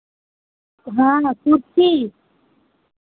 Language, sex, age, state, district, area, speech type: Hindi, female, 60+, Uttar Pradesh, Sitapur, rural, conversation